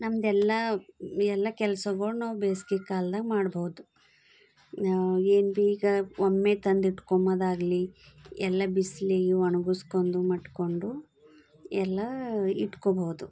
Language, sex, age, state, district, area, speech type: Kannada, female, 30-45, Karnataka, Bidar, urban, spontaneous